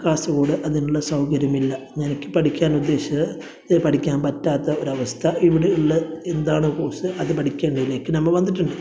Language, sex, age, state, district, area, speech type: Malayalam, male, 30-45, Kerala, Kasaragod, rural, spontaneous